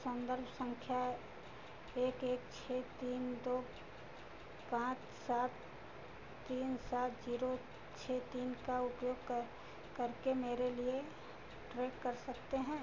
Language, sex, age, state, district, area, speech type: Hindi, female, 60+, Uttar Pradesh, Ayodhya, urban, read